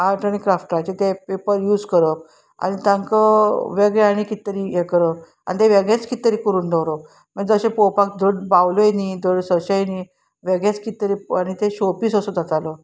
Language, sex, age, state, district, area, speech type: Goan Konkani, female, 45-60, Goa, Salcete, urban, spontaneous